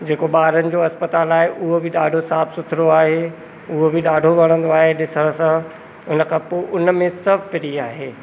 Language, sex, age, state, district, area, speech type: Sindhi, male, 30-45, Madhya Pradesh, Katni, rural, spontaneous